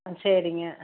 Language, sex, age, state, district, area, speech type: Tamil, female, 60+, Tamil Nadu, Krishnagiri, rural, conversation